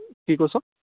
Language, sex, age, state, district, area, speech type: Assamese, male, 18-30, Assam, Charaideo, rural, conversation